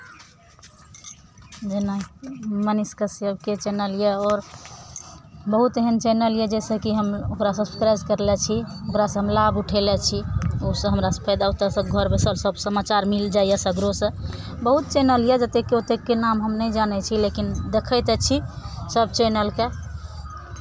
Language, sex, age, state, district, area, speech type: Maithili, female, 30-45, Bihar, Araria, urban, spontaneous